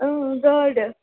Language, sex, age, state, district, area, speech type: Kashmiri, female, 30-45, Jammu and Kashmir, Srinagar, urban, conversation